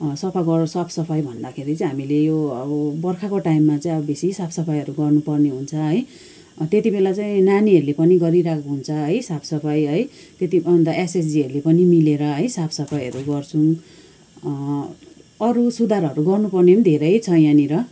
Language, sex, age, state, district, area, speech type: Nepali, female, 45-60, West Bengal, Kalimpong, rural, spontaneous